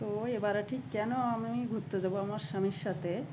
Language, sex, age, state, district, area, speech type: Bengali, female, 45-60, West Bengal, Uttar Dinajpur, urban, spontaneous